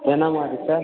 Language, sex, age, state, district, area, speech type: Tamil, male, 18-30, Tamil Nadu, Perambalur, urban, conversation